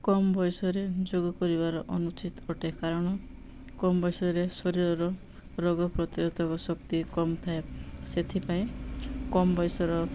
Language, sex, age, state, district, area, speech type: Odia, female, 30-45, Odisha, Nabarangpur, urban, spontaneous